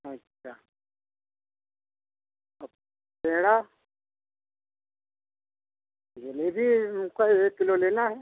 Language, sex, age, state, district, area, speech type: Hindi, male, 60+, Uttar Pradesh, Lucknow, rural, conversation